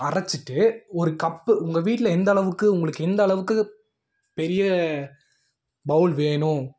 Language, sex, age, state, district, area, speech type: Tamil, male, 18-30, Tamil Nadu, Coimbatore, rural, spontaneous